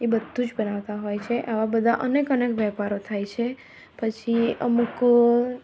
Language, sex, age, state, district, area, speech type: Gujarati, female, 30-45, Gujarat, Kheda, rural, spontaneous